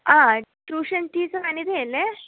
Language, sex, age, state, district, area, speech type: Malayalam, male, 45-60, Kerala, Pathanamthitta, rural, conversation